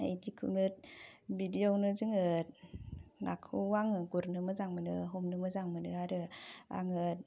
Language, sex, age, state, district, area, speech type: Bodo, female, 30-45, Assam, Kokrajhar, rural, spontaneous